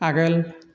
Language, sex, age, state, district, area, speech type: Bodo, male, 45-60, Assam, Chirang, rural, read